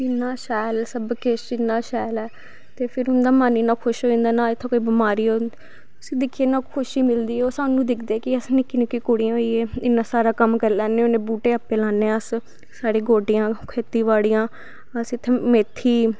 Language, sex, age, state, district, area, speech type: Dogri, female, 18-30, Jammu and Kashmir, Samba, rural, spontaneous